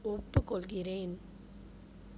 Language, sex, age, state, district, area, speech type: Tamil, female, 45-60, Tamil Nadu, Mayiladuthurai, rural, read